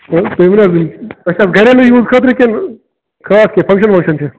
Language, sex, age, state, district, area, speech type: Kashmiri, male, 30-45, Jammu and Kashmir, Bandipora, rural, conversation